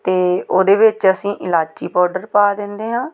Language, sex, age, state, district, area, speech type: Punjabi, female, 30-45, Punjab, Tarn Taran, rural, spontaneous